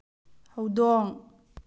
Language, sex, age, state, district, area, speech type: Manipuri, female, 30-45, Manipur, Tengnoupal, rural, read